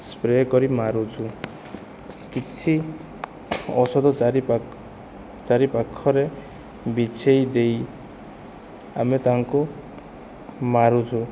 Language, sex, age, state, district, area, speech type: Odia, male, 45-60, Odisha, Kandhamal, rural, spontaneous